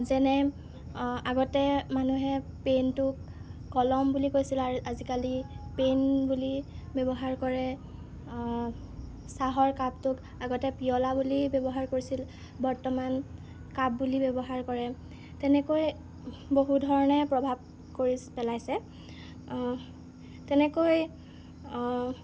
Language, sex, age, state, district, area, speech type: Assamese, female, 18-30, Assam, Jorhat, urban, spontaneous